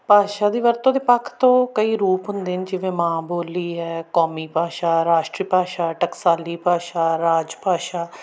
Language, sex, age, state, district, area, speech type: Punjabi, female, 45-60, Punjab, Amritsar, urban, spontaneous